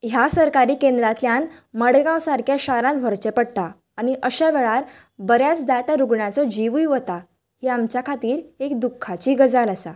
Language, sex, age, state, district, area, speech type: Goan Konkani, female, 18-30, Goa, Canacona, rural, spontaneous